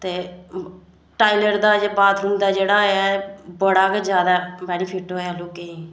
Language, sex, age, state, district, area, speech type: Dogri, female, 30-45, Jammu and Kashmir, Reasi, rural, spontaneous